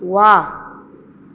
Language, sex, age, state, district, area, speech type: Goan Konkani, female, 30-45, Goa, Tiswadi, rural, read